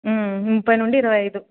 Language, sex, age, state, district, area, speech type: Telugu, female, 18-30, Telangana, Siddipet, urban, conversation